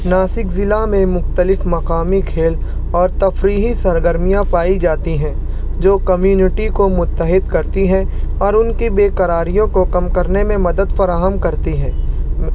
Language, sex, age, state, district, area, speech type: Urdu, male, 60+, Maharashtra, Nashik, rural, spontaneous